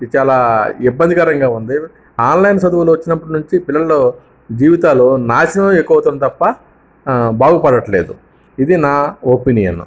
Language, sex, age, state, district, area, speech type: Telugu, male, 60+, Andhra Pradesh, Visakhapatnam, urban, spontaneous